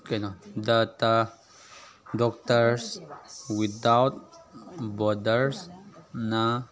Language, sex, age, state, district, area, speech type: Manipuri, male, 18-30, Manipur, Kangpokpi, urban, read